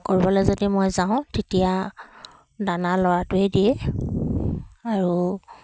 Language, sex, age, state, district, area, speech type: Assamese, female, 45-60, Assam, Charaideo, rural, spontaneous